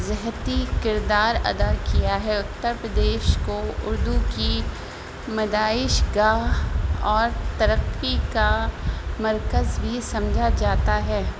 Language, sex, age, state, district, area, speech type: Urdu, female, 30-45, Uttar Pradesh, Rampur, urban, spontaneous